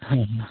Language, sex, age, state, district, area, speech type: Hindi, male, 60+, Uttar Pradesh, Ayodhya, rural, conversation